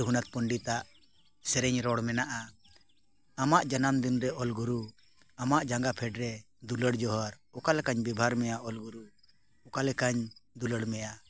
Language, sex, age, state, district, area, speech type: Santali, male, 45-60, Jharkhand, Bokaro, rural, spontaneous